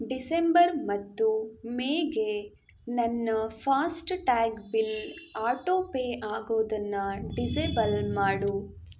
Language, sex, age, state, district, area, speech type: Kannada, female, 18-30, Karnataka, Chitradurga, rural, read